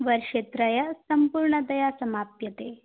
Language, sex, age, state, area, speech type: Sanskrit, female, 18-30, Assam, rural, conversation